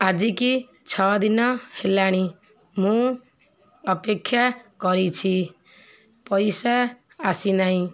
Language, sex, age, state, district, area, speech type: Odia, female, 60+, Odisha, Kendrapara, urban, spontaneous